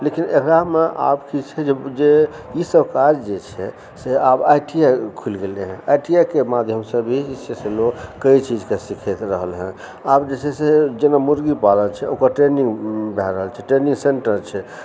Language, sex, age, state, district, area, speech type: Maithili, male, 45-60, Bihar, Supaul, rural, spontaneous